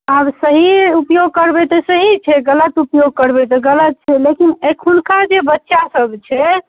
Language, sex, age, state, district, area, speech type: Maithili, female, 30-45, Bihar, Darbhanga, urban, conversation